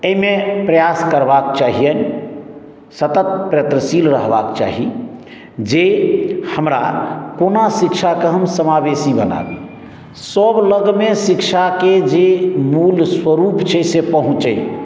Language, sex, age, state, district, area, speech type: Maithili, male, 60+, Bihar, Madhubani, urban, spontaneous